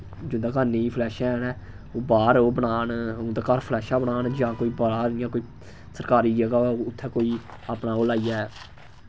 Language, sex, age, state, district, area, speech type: Dogri, male, 18-30, Jammu and Kashmir, Samba, rural, spontaneous